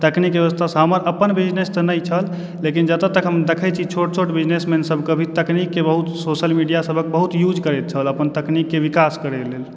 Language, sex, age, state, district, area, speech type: Maithili, male, 18-30, Bihar, Supaul, rural, spontaneous